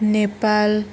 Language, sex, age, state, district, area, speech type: Assamese, female, 18-30, Assam, Sonitpur, rural, spontaneous